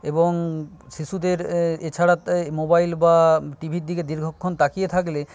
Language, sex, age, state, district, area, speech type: Bengali, male, 30-45, West Bengal, Paschim Medinipur, rural, spontaneous